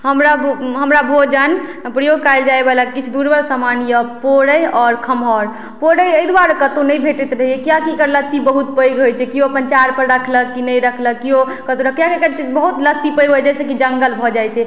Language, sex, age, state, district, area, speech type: Maithili, female, 18-30, Bihar, Madhubani, rural, spontaneous